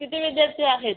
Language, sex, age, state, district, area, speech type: Marathi, female, 18-30, Maharashtra, Yavatmal, rural, conversation